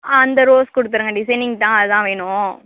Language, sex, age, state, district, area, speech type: Tamil, female, 18-30, Tamil Nadu, Thanjavur, urban, conversation